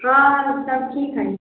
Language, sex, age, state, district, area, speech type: Maithili, female, 30-45, Bihar, Sitamarhi, rural, conversation